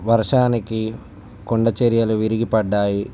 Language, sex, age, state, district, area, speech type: Telugu, male, 45-60, Andhra Pradesh, Visakhapatnam, urban, spontaneous